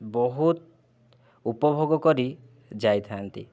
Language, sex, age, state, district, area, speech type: Odia, male, 30-45, Odisha, Kandhamal, rural, spontaneous